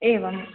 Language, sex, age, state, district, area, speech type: Sanskrit, female, 18-30, Karnataka, Uttara Kannada, rural, conversation